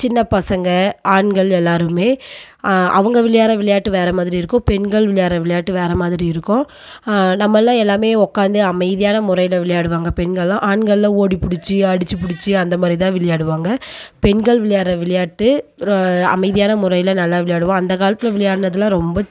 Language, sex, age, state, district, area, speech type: Tamil, female, 30-45, Tamil Nadu, Tiruvannamalai, rural, spontaneous